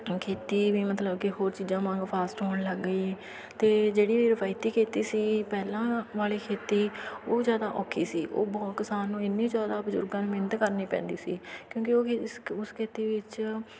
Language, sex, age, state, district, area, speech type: Punjabi, female, 30-45, Punjab, Fatehgarh Sahib, rural, spontaneous